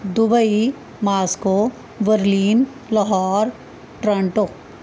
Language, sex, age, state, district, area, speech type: Punjabi, female, 45-60, Punjab, Mohali, urban, spontaneous